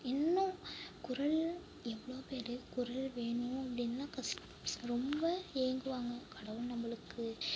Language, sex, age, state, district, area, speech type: Tamil, female, 18-30, Tamil Nadu, Mayiladuthurai, urban, spontaneous